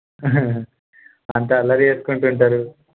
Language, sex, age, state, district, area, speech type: Telugu, male, 18-30, Telangana, Peddapalli, urban, conversation